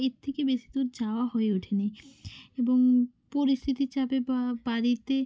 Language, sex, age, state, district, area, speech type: Bengali, female, 30-45, West Bengal, Hooghly, urban, spontaneous